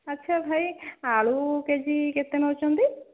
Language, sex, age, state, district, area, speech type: Odia, female, 18-30, Odisha, Dhenkanal, rural, conversation